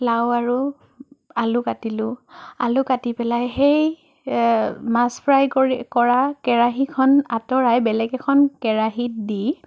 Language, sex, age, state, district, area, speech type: Assamese, female, 30-45, Assam, Biswanath, rural, spontaneous